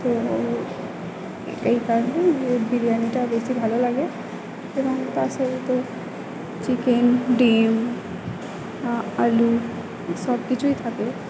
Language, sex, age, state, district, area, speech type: Bengali, female, 18-30, West Bengal, Purba Bardhaman, rural, spontaneous